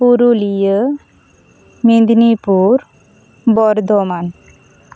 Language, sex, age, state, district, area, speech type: Santali, female, 18-30, West Bengal, Bankura, rural, spontaneous